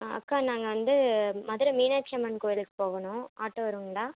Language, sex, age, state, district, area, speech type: Tamil, female, 18-30, Tamil Nadu, Erode, rural, conversation